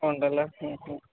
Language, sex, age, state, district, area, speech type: Malayalam, male, 30-45, Kerala, Alappuzha, rural, conversation